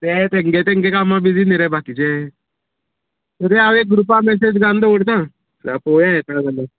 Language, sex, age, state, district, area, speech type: Goan Konkani, male, 18-30, Goa, Canacona, rural, conversation